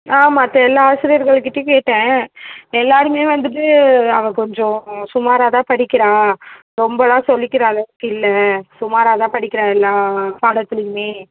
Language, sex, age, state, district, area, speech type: Tamil, female, 18-30, Tamil Nadu, Kanchipuram, urban, conversation